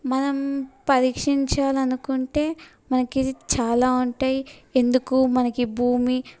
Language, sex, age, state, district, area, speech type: Telugu, female, 18-30, Telangana, Yadadri Bhuvanagiri, urban, spontaneous